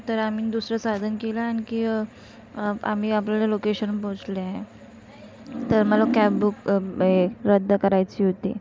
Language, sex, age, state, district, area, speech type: Marathi, female, 45-60, Maharashtra, Nagpur, rural, spontaneous